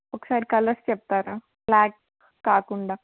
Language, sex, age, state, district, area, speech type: Telugu, female, 18-30, Telangana, Adilabad, urban, conversation